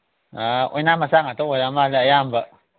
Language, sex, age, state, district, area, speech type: Manipuri, male, 18-30, Manipur, Kangpokpi, urban, conversation